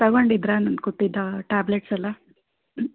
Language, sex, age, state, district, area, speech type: Kannada, female, 18-30, Karnataka, Davanagere, rural, conversation